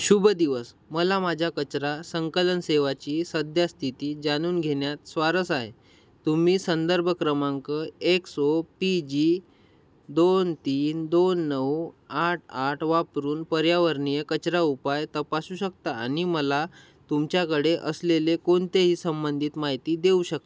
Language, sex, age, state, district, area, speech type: Marathi, male, 18-30, Maharashtra, Nagpur, rural, read